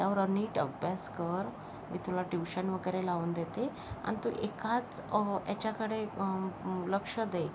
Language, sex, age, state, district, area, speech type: Marathi, female, 30-45, Maharashtra, Yavatmal, rural, spontaneous